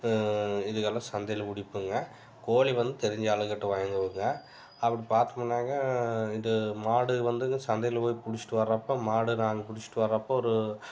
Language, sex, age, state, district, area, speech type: Tamil, male, 45-60, Tamil Nadu, Tiruppur, urban, spontaneous